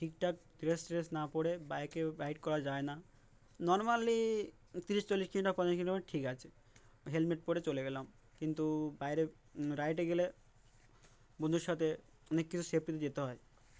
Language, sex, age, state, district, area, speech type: Bengali, male, 18-30, West Bengal, Uttar Dinajpur, urban, spontaneous